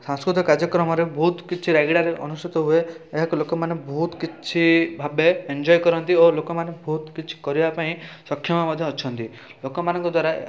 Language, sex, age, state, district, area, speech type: Odia, male, 18-30, Odisha, Rayagada, urban, spontaneous